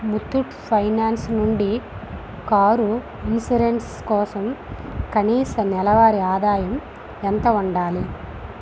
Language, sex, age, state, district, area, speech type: Telugu, female, 18-30, Andhra Pradesh, Visakhapatnam, rural, read